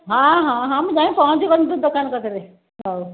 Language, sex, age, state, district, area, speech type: Odia, female, 60+, Odisha, Angul, rural, conversation